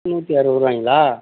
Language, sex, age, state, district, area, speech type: Tamil, male, 45-60, Tamil Nadu, Tiruchirappalli, rural, conversation